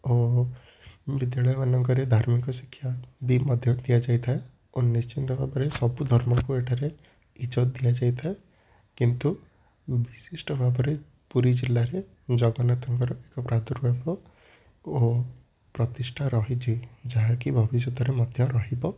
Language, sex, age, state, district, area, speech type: Odia, male, 18-30, Odisha, Puri, urban, spontaneous